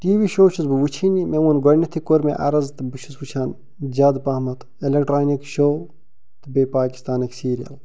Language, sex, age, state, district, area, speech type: Kashmiri, male, 30-45, Jammu and Kashmir, Bandipora, rural, spontaneous